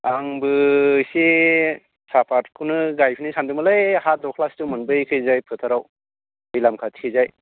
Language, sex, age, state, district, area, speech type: Bodo, male, 45-60, Assam, Baksa, urban, conversation